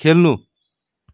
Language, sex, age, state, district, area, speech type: Nepali, male, 30-45, West Bengal, Darjeeling, rural, read